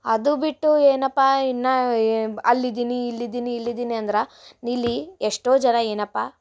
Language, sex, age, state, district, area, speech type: Kannada, female, 18-30, Karnataka, Gulbarga, urban, spontaneous